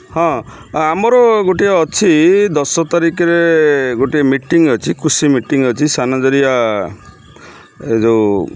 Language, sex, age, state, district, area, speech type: Odia, male, 60+, Odisha, Kendrapara, urban, spontaneous